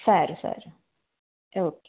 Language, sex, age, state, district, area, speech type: Gujarati, female, 30-45, Gujarat, Anand, urban, conversation